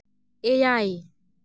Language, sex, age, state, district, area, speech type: Santali, female, 18-30, West Bengal, Paschim Bardhaman, rural, read